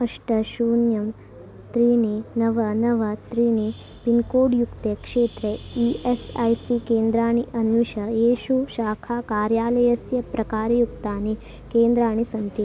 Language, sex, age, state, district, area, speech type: Sanskrit, female, 18-30, Karnataka, Uttara Kannada, rural, read